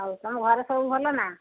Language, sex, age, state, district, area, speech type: Odia, female, 60+, Odisha, Angul, rural, conversation